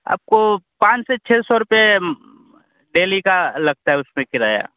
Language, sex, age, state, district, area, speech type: Hindi, male, 30-45, Bihar, Vaishali, urban, conversation